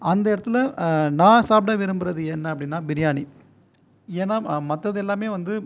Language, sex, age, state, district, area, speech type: Tamil, male, 30-45, Tamil Nadu, Viluppuram, rural, spontaneous